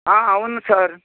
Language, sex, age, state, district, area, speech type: Telugu, male, 60+, Andhra Pradesh, Bapatla, urban, conversation